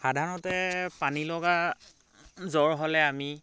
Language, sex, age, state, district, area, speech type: Assamese, male, 45-60, Assam, Dhemaji, rural, spontaneous